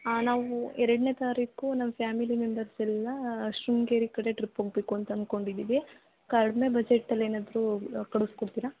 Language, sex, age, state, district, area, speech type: Kannada, female, 18-30, Karnataka, Hassan, rural, conversation